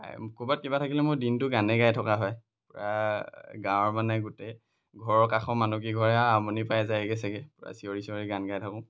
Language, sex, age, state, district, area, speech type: Assamese, male, 18-30, Assam, Lakhimpur, rural, spontaneous